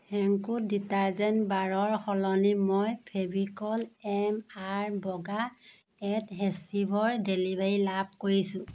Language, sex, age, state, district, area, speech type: Assamese, female, 30-45, Assam, Golaghat, rural, read